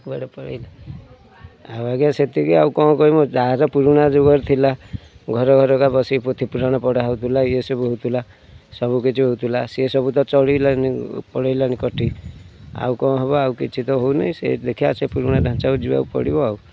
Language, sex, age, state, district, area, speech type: Odia, male, 45-60, Odisha, Kendujhar, urban, spontaneous